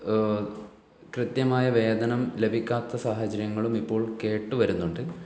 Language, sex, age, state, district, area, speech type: Malayalam, male, 18-30, Kerala, Kannur, rural, spontaneous